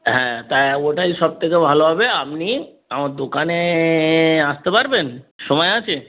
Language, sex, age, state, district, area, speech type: Bengali, male, 30-45, West Bengal, Darjeeling, rural, conversation